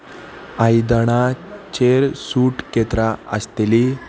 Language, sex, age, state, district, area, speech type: Goan Konkani, male, 18-30, Goa, Salcete, urban, read